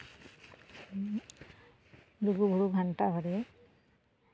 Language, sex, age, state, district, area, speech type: Santali, female, 30-45, West Bengal, Jhargram, rural, spontaneous